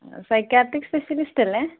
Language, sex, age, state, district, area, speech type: Malayalam, female, 18-30, Kerala, Thiruvananthapuram, rural, conversation